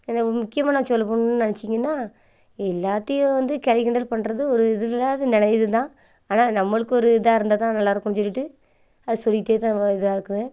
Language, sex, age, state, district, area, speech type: Tamil, female, 30-45, Tamil Nadu, Thoothukudi, rural, spontaneous